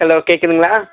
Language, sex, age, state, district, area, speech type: Tamil, male, 18-30, Tamil Nadu, Perambalur, urban, conversation